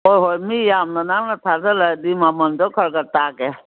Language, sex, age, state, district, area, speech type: Manipuri, female, 60+, Manipur, Kangpokpi, urban, conversation